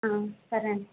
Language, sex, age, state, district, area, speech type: Telugu, female, 18-30, Andhra Pradesh, Kadapa, rural, conversation